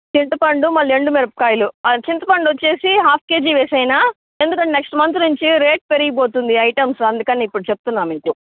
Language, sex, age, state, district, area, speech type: Telugu, female, 45-60, Andhra Pradesh, Chittoor, rural, conversation